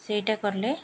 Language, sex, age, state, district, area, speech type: Odia, female, 30-45, Odisha, Jagatsinghpur, rural, spontaneous